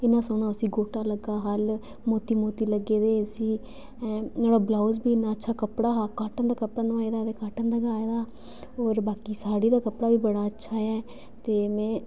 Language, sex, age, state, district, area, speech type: Dogri, female, 18-30, Jammu and Kashmir, Udhampur, rural, spontaneous